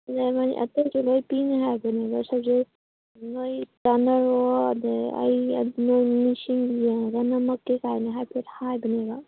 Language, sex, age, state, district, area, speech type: Manipuri, female, 30-45, Manipur, Kangpokpi, urban, conversation